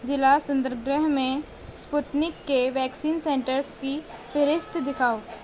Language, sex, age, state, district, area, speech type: Urdu, female, 18-30, Uttar Pradesh, Gautam Buddha Nagar, rural, read